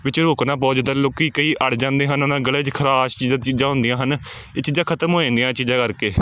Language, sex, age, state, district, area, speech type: Punjabi, male, 30-45, Punjab, Amritsar, urban, spontaneous